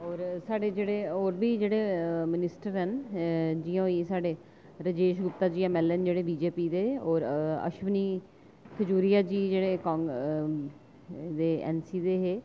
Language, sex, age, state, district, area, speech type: Dogri, female, 30-45, Jammu and Kashmir, Jammu, urban, spontaneous